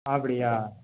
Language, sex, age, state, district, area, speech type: Tamil, male, 45-60, Tamil Nadu, Tiruppur, urban, conversation